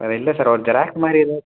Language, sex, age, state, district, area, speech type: Tamil, male, 18-30, Tamil Nadu, Sivaganga, rural, conversation